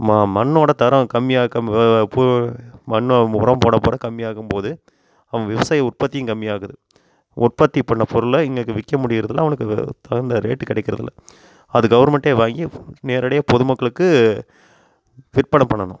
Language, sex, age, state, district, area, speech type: Tamil, male, 30-45, Tamil Nadu, Coimbatore, rural, spontaneous